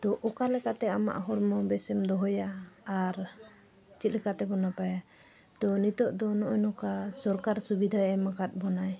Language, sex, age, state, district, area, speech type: Santali, female, 45-60, Jharkhand, Bokaro, rural, spontaneous